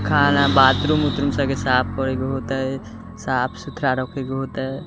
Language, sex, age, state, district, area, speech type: Maithili, male, 18-30, Bihar, Muzaffarpur, rural, spontaneous